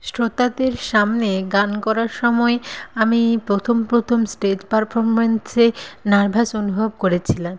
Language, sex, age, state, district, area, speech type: Bengali, female, 30-45, West Bengal, Nadia, rural, spontaneous